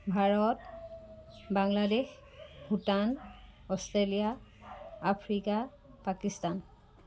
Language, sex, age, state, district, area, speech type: Assamese, female, 30-45, Assam, Jorhat, urban, spontaneous